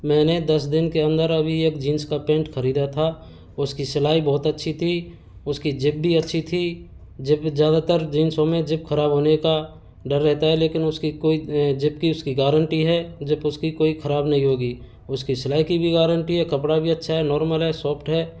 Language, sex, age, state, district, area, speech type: Hindi, male, 30-45, Rajasthan, Karauli, rural, spontaneous